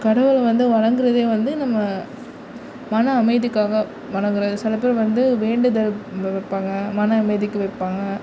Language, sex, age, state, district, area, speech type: Tamil, female, 18-30, Tamil Nadu, Nagapattinam, rural, spontaneous